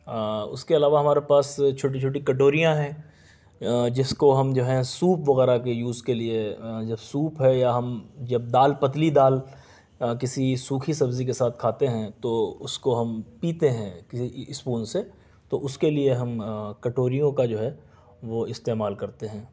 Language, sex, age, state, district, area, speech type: Urdu, male, 30-45, Delhi, South Delhi, urban, spontaneous